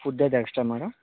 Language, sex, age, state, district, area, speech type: Telugu, male, 45-60, Andhra Pradesh, Vizianagaram, rural, conversation